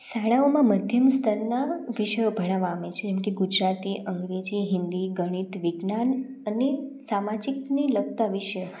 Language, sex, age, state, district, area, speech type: Gujarati, female, 18-30, Gujarat, Rajkot, rural, spontaneous